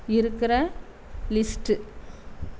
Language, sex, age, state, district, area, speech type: Tamil, female, 45-60, Tamil Nadu, Coimbatore, rural, read